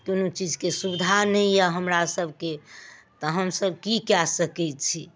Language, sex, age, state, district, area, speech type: Maithili, female, 60+, Bihar, Darbhanga, rural, spontaneous